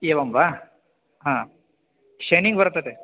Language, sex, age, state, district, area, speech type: Sanskrit, male, 18-30, Karnataka, Bagalkot, urban, conversation